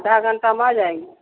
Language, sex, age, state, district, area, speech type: Hindi, female, 30-45, Bihar, Begusarai, rural, conversation